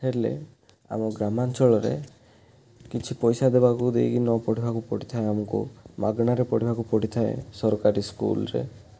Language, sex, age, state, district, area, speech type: Odia, male, 30-45, Odisha, Kandhamal, rural, spontaneous